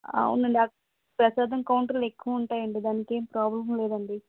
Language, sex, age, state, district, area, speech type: Telugu, female, 60+, Andhra Pradesh, Vizianagaram, rural, conversation